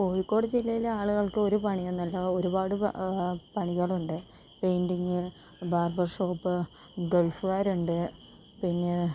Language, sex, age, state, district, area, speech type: Malayalam, female, 30-45, Kerala, Kozhikode, urban, spontaneous